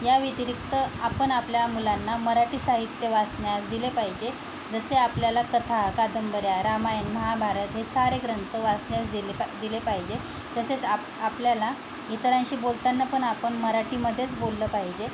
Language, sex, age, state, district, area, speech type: Marathi, female, 18-30, Maharashtra, Akola, urban, spontaneous